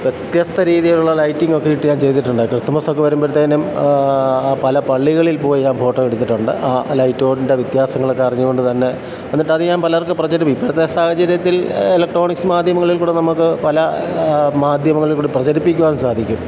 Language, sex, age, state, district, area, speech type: Malayalam, male, 45-60, Kerala, Kottayam, urban, spontaneous